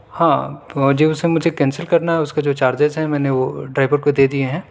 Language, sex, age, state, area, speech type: Urdu, male, 18-30, Uttar Pradesh, urban, spontaneous